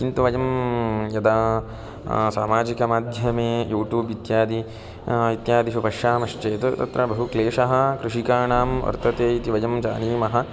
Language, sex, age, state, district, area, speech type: Sanskrit, male, 18-30, Karnataka, Gulbarga, urban, spontaneous